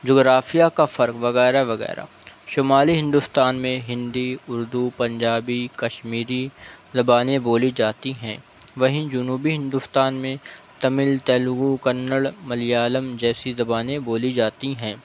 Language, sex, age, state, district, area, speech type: Urdu, male, 18-30, Uttar Pradesh, Shahjahanpur, rural, spontaneous